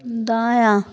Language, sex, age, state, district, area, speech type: Maithili, female, 60+, Bihar, Madhepura, rural, read